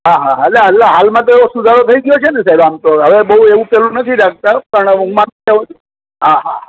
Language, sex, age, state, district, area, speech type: Gujarati, male, 60+, Gujarat, Junagadh, urban, conversation